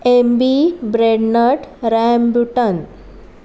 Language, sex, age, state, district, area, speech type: Goan Konkani, female, 30-45, Goa, Sanguem, rural, spontaneous